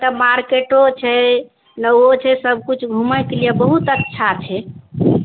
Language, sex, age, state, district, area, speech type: Maithili, female, 60+, Bihar, Madhepura, rural, conversation